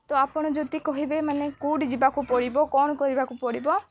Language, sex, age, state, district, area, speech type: Odia, female, 18-30, Odisha, Nabarangpur, urban, spontaneous